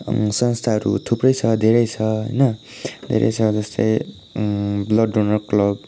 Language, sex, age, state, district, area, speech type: Nepali, male, 18-30, West Bengal, Kalimpong, rural, spontaneous